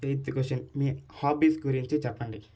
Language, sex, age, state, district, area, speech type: Telugu, male, 18-30, Andhra Pradesh, Sri Balaji, rural, spontaneous